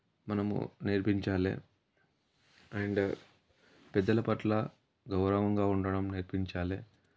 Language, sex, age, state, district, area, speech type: Telugu, male, 30-45, Telangana, Yadadri Bhuvanagiri, rural, spontaneous